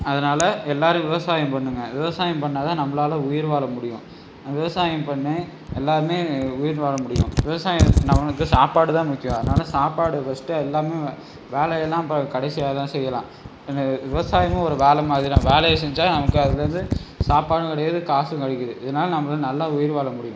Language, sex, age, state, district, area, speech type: Tamil, male, 18-30, Tamil Nadu, Tiruchirappalli, rural, spontaneous